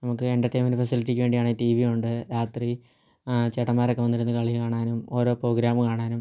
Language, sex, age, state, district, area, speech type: Malayalam, male, 18-30, Kerala, Kottayam, rural, spontaneous